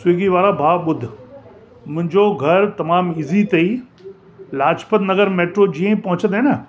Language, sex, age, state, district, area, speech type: Sindhi, male, 60+, Delhi, South Delhi, urban, spontaneous